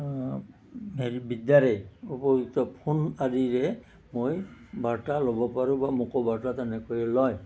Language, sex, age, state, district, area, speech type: Assamese, male, 60+, Assam, Nalbari, rural, spontaneous